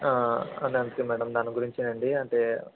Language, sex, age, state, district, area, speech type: Telugu, male, 60+, Andhra Pradesh, Kakinada, rural, conversation